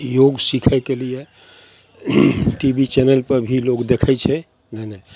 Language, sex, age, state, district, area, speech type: Maithili, male, 60+, Bihar, Madhepura, rural, spontaneous